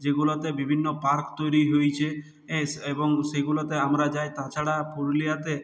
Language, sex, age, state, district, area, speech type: Bengali, male, 60+, West Bengal, Purulia, rural, spontaneous